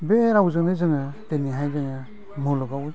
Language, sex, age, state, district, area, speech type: Bodo, male, 45-60, Assam, Udalguri, rural, spontaneous